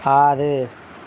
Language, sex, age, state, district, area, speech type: Tamil, male, 45-60, Tamil Nadu, Mayiladuthurai, urban, read